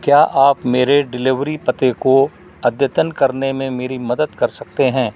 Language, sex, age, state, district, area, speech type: Hindi, male, 60+, Madhya Pradesh, Narsinghpur, rural, read